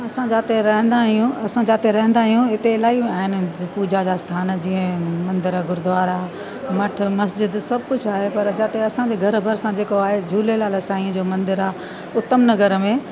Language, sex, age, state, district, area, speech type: Sindhi, female, 60+, Delhi, South Delhi, rural, spontaneous